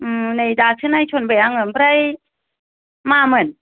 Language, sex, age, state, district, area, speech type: Bodo, female, 45-60, Assam, Kokrajhar, rural, conversation